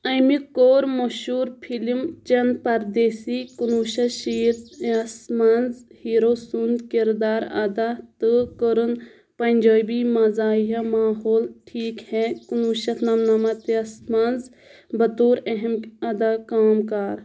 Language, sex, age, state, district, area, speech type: Kashmiri, female, 18-30, Jammu and Kashmir, Anantnag, rural, read